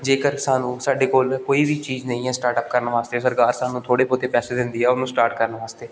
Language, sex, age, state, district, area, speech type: Punjabi, male, 18-30, Punjab, Gurdaspur, urban, spontaneous